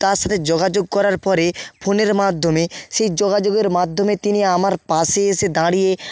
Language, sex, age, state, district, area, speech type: Bengali, male, 30-45, West Bengal, Purba Medinipur, rural, spontaneous